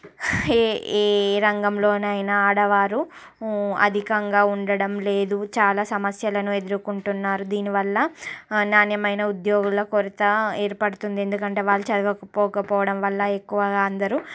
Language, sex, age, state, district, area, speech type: Telugu, female, 30-45, Andhra Pradesh, Srikakulam, urban, spontaneous